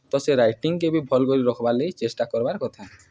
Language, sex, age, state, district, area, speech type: Odia, male, 18-30, Odisha, Nuapada, urban, spontaneous